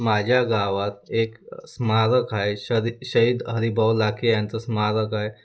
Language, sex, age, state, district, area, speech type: Marathi, male, 30-45, Maharashtra, Wardha, rural, spontaneous